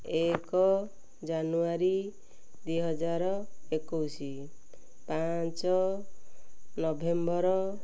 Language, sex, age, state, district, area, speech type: Odia, female, 45-60, Odisha, Ganjam, urban, spontaneous